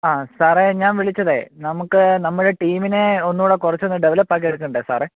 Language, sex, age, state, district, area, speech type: Malayalam, male, 18-30, Kerala, Kottayam, rural, conversation